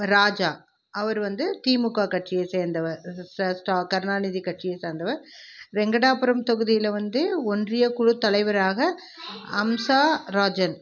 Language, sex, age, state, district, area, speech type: Tamil, female, 60+, Tamil Nadu, Krishnagiri, rural, spontaneous